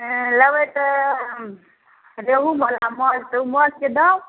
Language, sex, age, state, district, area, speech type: Maithili, female, 18-30, Bihar, Saharsa, rural, conversation